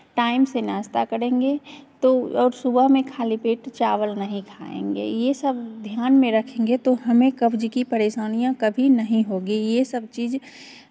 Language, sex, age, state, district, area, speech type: Hindi, female, 45-60, Bihar, Begusarai, rural, spontaneous